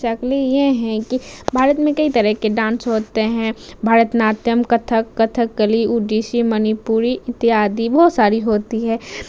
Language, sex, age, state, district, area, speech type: Urdu, female, 18-30, Bihar, Khagaria, urban, spontaneous